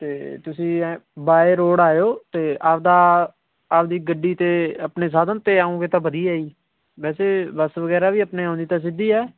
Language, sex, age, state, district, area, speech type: Punjabi, male, 30-45, Punjab, Barnala, urban, conversation